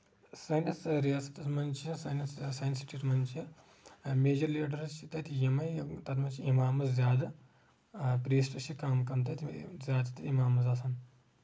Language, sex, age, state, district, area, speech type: Kashmiri, male, 18-30, Jammu and Kashmir, Kulgam, rural, spontaneous